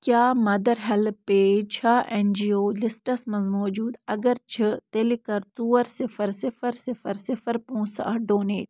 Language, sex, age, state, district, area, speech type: Kashmiri, female, 18-30, Jammu and Kashmir, Ganderbal, rural, read